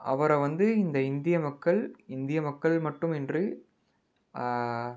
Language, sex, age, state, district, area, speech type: Tamil, male, 18-30, Tamil Nadu, Salem, urban, spontaneous